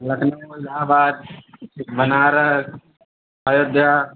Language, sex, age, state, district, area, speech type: Hindi, male, 45-60, Uttar Pradesh, Ayodhya, rural, conversation